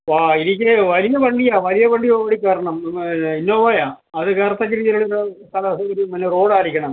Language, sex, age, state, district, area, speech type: Malayalam, male, 60+, Kerala, Alappuzha, rural, conversation